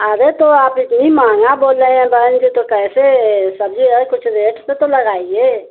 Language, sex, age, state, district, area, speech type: Hindi, female, 60+, Uttar Pradesh, Mau, urban, conversation